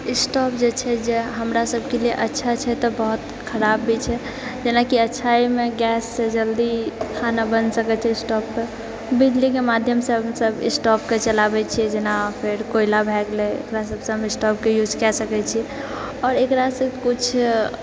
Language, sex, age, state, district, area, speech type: Maithili, female, 45-60, Bihar, Purnia, rural, spontaneous